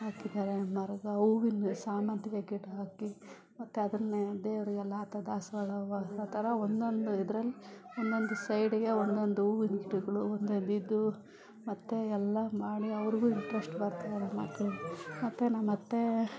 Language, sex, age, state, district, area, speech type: Kannada, female, 45-60, Karnataka, Bangalore Rural, rural, spontaneous